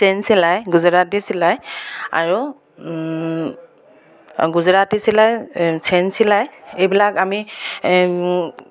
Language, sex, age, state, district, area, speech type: Assamese, female, 30-45, Assam, Sivasagar, rural, spontaneous